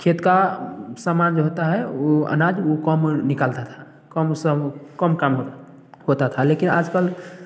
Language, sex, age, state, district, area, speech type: Hindi, male, 18-30, Bihar, Samastipur, rural, spontaneous